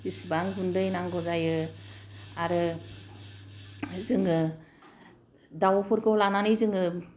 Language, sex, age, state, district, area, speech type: Bodo, female, 45-60, Assam, Kokrajhar, urban, spontaneous